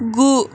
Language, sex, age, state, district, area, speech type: Bodo, female, 18-30, Assam, Kokrajhar, rural, read